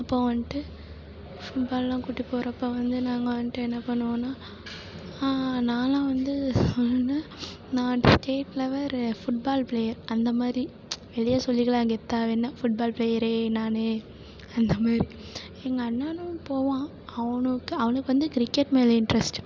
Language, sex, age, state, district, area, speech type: Tamil, female, 18-30, Tamil Nadu, Perambalur, rural, spontaneous